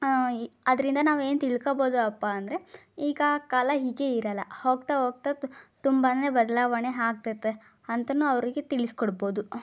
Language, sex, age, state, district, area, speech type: Kannada, female, 18-30, Karnataka, Davanagere, rural, spontaneous